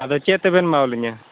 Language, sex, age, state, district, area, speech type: Santali, male, 30-45, West Bengal, Malda, rural, conversation